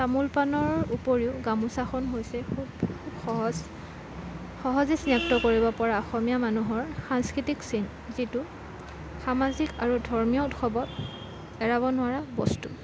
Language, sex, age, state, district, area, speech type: Assamese, female, 18-30, Assam, Kamrup Metropolitan, urban, spontaneous